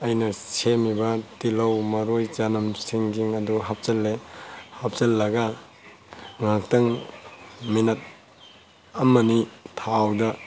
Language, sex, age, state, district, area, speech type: Manipuri, male, 45-60, Manipur, Tengnoupal, rural, spontaneous